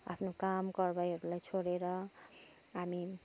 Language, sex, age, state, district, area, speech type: Nepali, female, 30-45, West Bengal, Kalimpong, rural, spontaneous